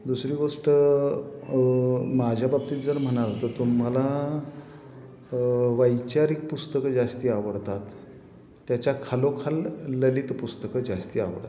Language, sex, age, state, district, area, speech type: Marathi, male, 45-60, Maharashtra, Satara, urban, spontaneous